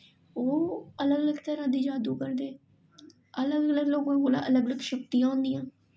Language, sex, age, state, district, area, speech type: Dogri, female, 18-30, Jammu and Kashmir, Jammu, urban, spontaneous